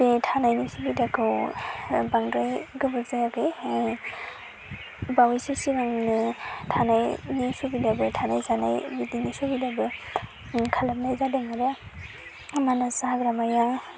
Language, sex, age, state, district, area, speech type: Bodo, female, 18-30, Assam, Baksa, rural, spontaneous